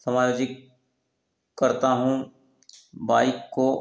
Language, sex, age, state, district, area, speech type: Hindi, male, 45-60, Madhya Pradesh, Ujjain, urban, spontaneous